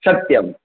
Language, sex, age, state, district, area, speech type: Sanskrit, male, 30-45, Telangana, Hyderabad, urban, conversation